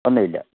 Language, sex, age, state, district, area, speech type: Malayalam, male, 60+, Kerala, Kottayam, urban, conversation